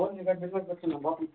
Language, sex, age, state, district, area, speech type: Telugu, female, 30-45, Andhra Pradesh, Nellore, urban, conversation